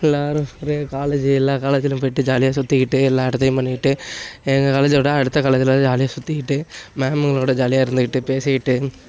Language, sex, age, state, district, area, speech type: Tamil, male, 18-30, Tamil Nadu, Nagapattinam, urban, spontaneous